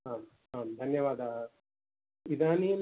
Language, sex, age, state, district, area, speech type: Sanskrit, male, 45-60, Kerala, Palakkad, urban, conversation